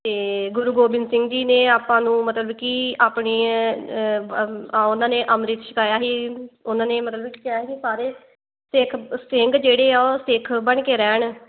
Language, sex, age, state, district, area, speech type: Punjabi, female, 18-30, Punjab, Tarn Taran, rural, conversation